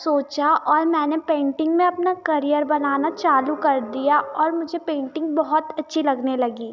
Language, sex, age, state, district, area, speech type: Hindi, female, 18-30, Madhya Pradesh, Betul, rural, spontaneous